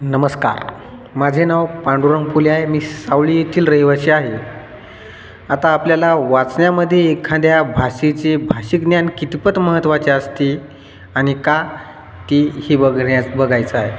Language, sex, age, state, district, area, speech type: Marathi, male, 18-30, Maharashtra, Hingoli, rural, spontaneous